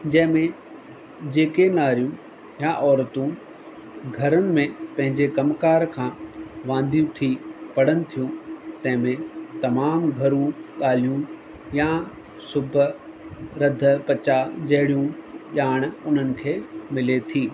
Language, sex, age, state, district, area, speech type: Sindhi, male, 30-45, Rajasthan, Ajmer, urban, spontaneous